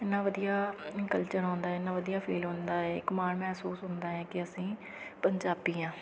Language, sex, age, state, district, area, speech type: Punjabi, female, 30-45, Punjab, Fatehgarh Sahib, rural, spontaneous